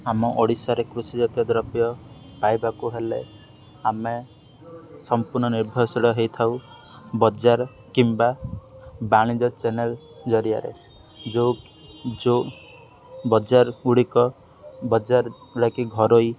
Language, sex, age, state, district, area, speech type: Odia, male, 18-30, Odisha, Ganjam, urban, spontaneous